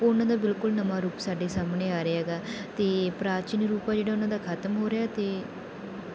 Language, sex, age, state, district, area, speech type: Punjabi, female, 18-30, Punjab, Bathinda, rural, spontaneous